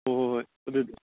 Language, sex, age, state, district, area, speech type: Manipuri, male, 45-60, Manipur, Kangpokpi, urban, conversation